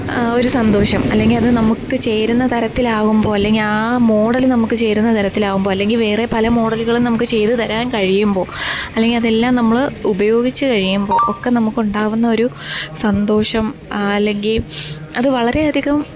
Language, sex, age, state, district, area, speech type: Malayalam, female, 30-45, Kerala, Pathanamthitta, rural, spontaneous